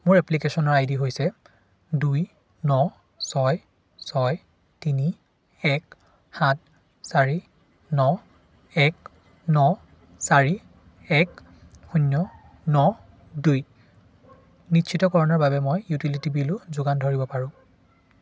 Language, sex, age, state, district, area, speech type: Assamese, male, 18-30, Assam, Charaideo, urban, read